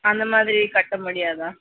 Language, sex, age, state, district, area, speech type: Tamil, female, 30-45, Tamil Nadu, Dharmapuri, rural, conversation